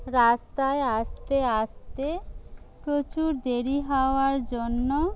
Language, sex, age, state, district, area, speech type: Bengali, female, 30-45, West Bengal, Jhargram, rural, spontaneous